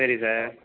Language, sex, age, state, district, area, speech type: Tamil, male, 45-60, Tamil Nadu, Sivaganga, rural, conversation